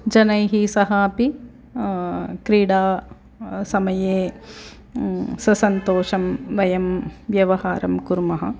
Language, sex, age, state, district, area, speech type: Sanskrit, female, 45-60, Tamil Nadu, Chennai, urban, spontaneous